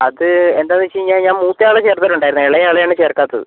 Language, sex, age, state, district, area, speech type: Malayalam, male, 18-30, Kerala, Wayanad, rural, conversation